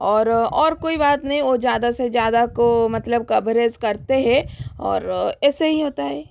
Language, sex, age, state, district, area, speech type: Hindi, female, 30-45, Rajasthan, Jodhpur, rural, spontaneous